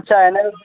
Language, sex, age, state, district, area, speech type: Sindhi, male, 18-30, Rajasthan, Ajmer, urban, conversation